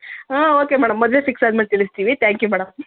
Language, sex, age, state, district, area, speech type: Kannada, female, 30-45, Karnataka, Kolar, urban, conversation